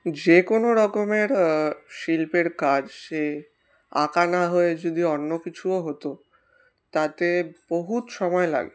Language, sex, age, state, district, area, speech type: Bengali, male, 18-30, West Bengal, Darjeeling, urban, spontaneous